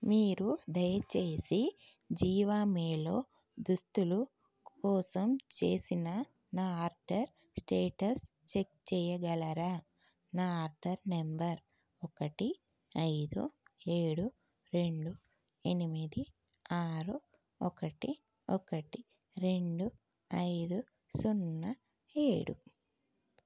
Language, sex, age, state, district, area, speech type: Telugu, female, 30-45, Telangana, Karimnagar, urban, read